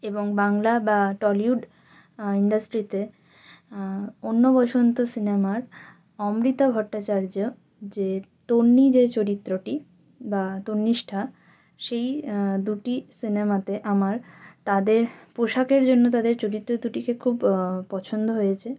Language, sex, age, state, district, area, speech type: Bengali, female, 18-30, West Bengal, North 24 Parganas, rural, spontaneous